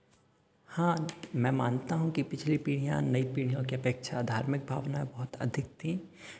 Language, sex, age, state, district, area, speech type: Hindi, male, 30-45, Madhya Pradesh, Hoshangabad, urban, spontaneous